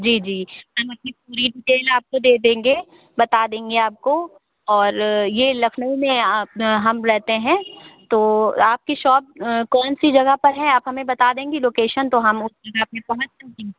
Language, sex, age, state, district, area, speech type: Hindi, female, 30-45, Uttar Pradesh, Sitapur, rural, conversation